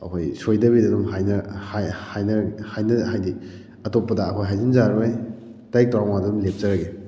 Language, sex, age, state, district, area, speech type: Manipuri, male, 18-30, Manipur, Kakching, rural, spontaneous